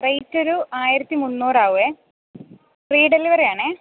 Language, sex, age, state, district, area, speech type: Malayalam, female, 18-30, Kerala, Idukki, rural, conversation